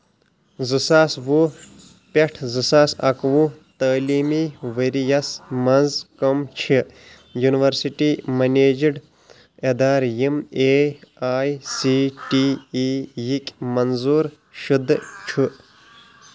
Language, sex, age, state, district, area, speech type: Kashmiri, male, 30-45, Jammu and Kashmir, Shopian, urban, read